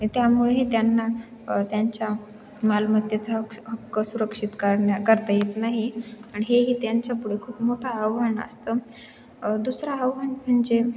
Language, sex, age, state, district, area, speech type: Marathi, female, 18-30, Maharashtra, Ahmednagar, rural, spontaneous